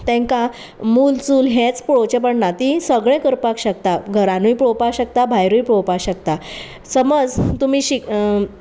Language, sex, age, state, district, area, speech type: Goan Konkani, female, 30-45, Goa, Sanguem, rural, spontaneous